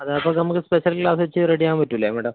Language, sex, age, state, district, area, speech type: Malayalam, male, 18-30, Kerala, Kozhikode, urban, conversation